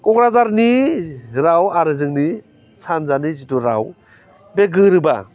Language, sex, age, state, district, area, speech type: Bodo, male, 45-60, Assam, Baksa, urban, spontaneous